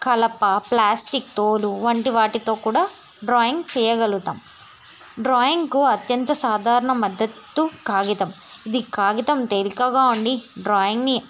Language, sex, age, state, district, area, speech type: Telugu, female, 18-30, Telangana, Yadadri Bhuvanagiri, urban, spontaneous